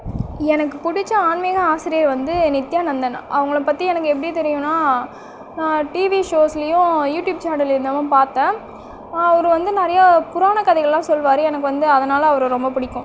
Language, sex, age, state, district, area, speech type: Tamil, female, 18-30, Tamil Nadu, Cuddalore, rural, spontaneous